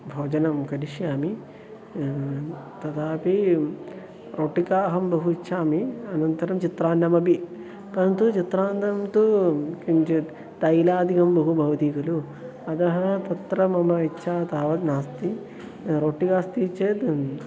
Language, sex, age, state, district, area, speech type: Sanskrit, male, 18-30, Kerala, Thrissur, urban, spontaneous